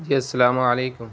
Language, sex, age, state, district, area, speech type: Urdu, male, 18-30, Bihar, Gaya, urban, spontaneous